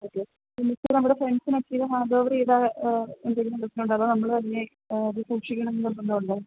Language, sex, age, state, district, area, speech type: Malayalam, female, 30-45, Kerala, Idukki, rural, conversation